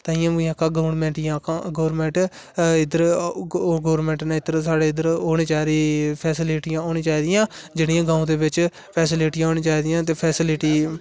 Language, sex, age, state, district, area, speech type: Dogri, male, 18-30, Jammu and Kashmir, Samba, rural, spontaneous